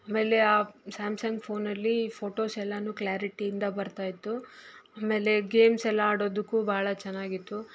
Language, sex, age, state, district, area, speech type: Kannada, female, 18-30, Karnataka, Chitradurga, rural, spontaneous